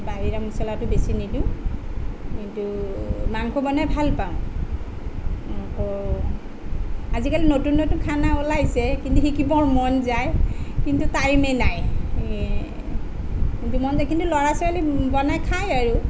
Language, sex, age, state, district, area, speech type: Assamese, female, 30-45, Assam, Sonitpur, rural, spontaneous